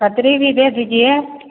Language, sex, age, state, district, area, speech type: Hindi, female, 45-60, Bihar, Begusarai, rural, conversation